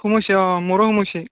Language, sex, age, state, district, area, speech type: Assamese, male, 18-30, Assam, Barpeta, rural, conversation